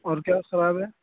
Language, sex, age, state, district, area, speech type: Urdu, male, 18-30, Uttar Pradesh, Saharanpur, urban, conversation